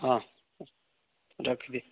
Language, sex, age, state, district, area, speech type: Odia, male, 30-45, Odisha, Nayagarh, rural, conversation